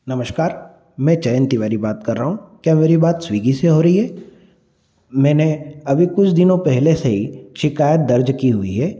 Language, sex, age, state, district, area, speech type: Hindi, male, 30-45, Madhya Pradesh, Ujjain, urban, spontaneous